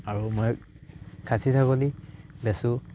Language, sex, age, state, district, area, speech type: Assamese, male, 18-30, Assam, Charaideo, rural, spontaneous